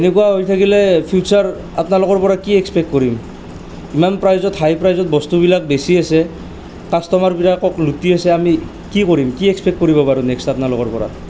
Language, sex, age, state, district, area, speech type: Assamese, male, 18-30, Assam, Nalbari, rural, spontaneous